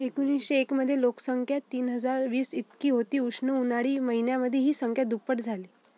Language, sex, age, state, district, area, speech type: Marathi, female, 18-30, Maharashtra, Amravati, urban, read